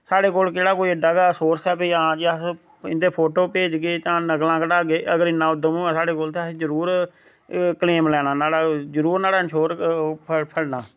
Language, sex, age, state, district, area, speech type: Dogri, male, 30-45, Jammu and Kashmir, Samba, rural, spontaneous